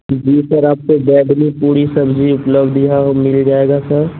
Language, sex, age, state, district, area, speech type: Urdu, male, 30-45, Uttar Pradesh, Gautam Buddha Nagar, urban, conversation